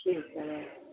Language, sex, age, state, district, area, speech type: Punjabi, female, 30-45, Punjab, Kapurthala, rural, conversation